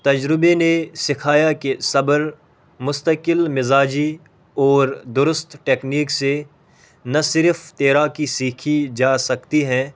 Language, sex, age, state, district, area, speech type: Urdu, male, 18-30, Delhi, North East Delhi, rural, spontaneous